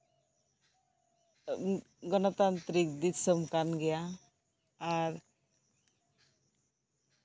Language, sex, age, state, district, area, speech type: Santali, female, 18-30, West Bengal, Birbhum, rural, spontaneous